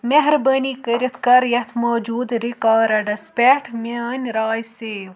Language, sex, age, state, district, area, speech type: Kashmiri, female, 18-30, Jammu and Kashmir, Budgam, rural, read